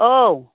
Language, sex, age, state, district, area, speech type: Bodo, female, 60+, Assam, Chirang, rural, conversation